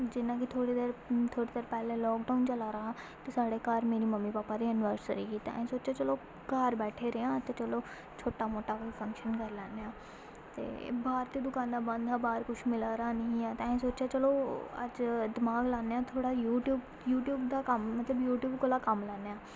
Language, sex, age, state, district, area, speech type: Dogri, female, 18-30, Jammu and Kashmir, Samba, rural, spontaneous